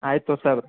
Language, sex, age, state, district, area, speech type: Kannada, male, 30-45, Karnataka, Belgaum, rural, conversation